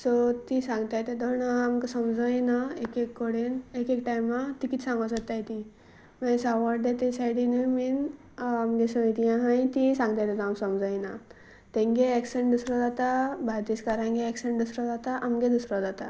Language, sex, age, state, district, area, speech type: Goan Konkani, female, 18-30, Goa, Salcete, rural, spontaneous